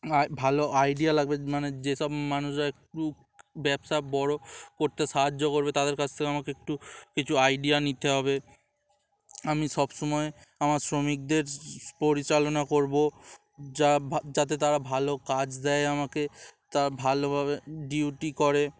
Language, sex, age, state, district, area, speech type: Bengali, male, 18-30, West Bengal, Dakshin Dinajpur, urban, spontaneous